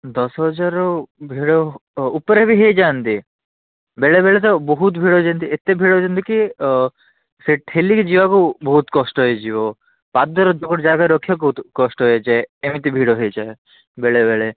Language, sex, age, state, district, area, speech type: Odia, male, 60+, Odisha, Bhadrak, rural, conversation